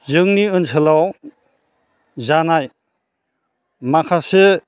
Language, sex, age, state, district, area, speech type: Bodo, male, 60+, Assam, Chirang, rural, spontaneous